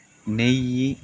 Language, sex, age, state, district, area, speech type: Telugu, male, 18-30, Andhra Pradesh, Sri Balaji, rural, spontaneous